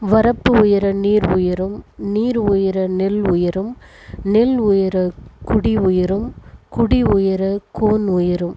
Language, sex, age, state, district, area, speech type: Tamil, female, 45-60, Tamil Nadu, Viluppuram, rural, spontaneous